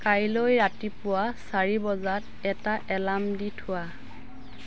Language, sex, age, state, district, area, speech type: Assamese, female, 45-60, Assam, Dhemaji, urban, read